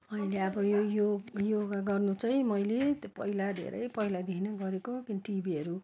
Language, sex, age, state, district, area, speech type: Nepali, female, 60+, West Bengal, Darjeeling, rural, spontaneous